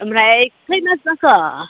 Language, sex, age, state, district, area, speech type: Bodo, female, 30-45, Assam, Udalguri, urban, conversation